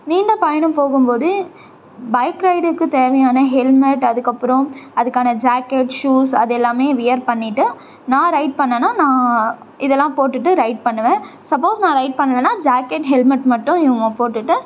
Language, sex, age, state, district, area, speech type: Tamil, female, 18-30, Tamil Nadu, Tiruvannamalai, urban, spontaneous